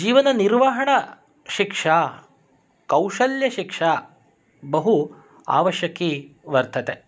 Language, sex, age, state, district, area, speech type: Sanskrit, male, 30-45, Karnataka, Shimoga, urban, spontaneous